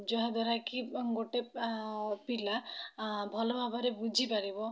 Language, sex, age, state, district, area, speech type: Odia, female, 18-30, Odisha, Bhadrak, rural, spontaneous